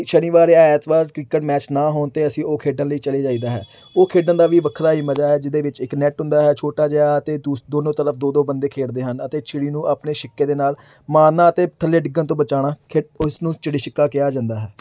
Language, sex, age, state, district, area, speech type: Punjabi, male, 18-30, Punjab, Amritsar, urban, spontaneous